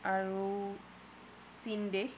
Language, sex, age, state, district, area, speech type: Assamese, female, 30-45, Assam, Sonitpur, rural, spontaneous